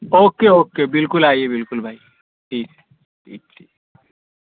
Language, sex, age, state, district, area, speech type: Urdu, male, 30-45, Uttar Pradesh, Azamgarh, rural, conversation